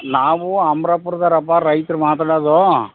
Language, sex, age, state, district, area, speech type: Kannada, male, 45-60, Karnataka, Bellary, rural, conversation